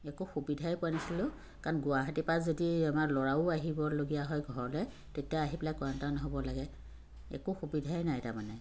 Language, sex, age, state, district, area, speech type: Assamese, female, 45-60, Assam, Sivasagar, urban, spontaneous